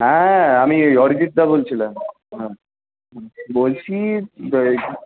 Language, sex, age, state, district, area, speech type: Bengali, male, 18-30, West Bengal, Paschim Bardhaman, urban, conversation